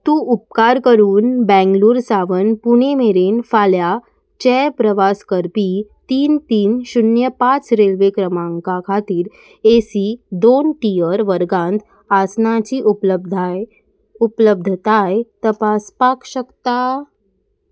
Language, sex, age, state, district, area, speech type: Goan Konkani, female, 18-30, Goa, Salcete, urban, read